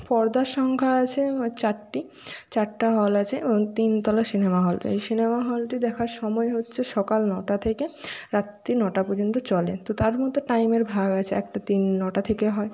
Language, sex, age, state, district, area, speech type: Bengali, female, 45-60, West Bengal, Jhargram, rural, spontaneous